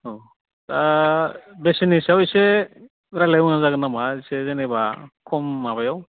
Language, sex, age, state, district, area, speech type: Bodo, male, 18-30, Assam, Udalguri, urban, conversation